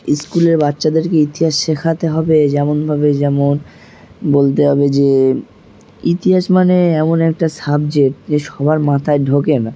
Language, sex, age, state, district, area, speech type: Bengali, male, 18-30, West Bengal, Dakshin Dinajpur, urban, spontaneous